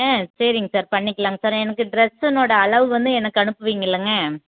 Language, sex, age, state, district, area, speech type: Tamil, female, 45-60, Tamil Nadu, Erode, rural, conversation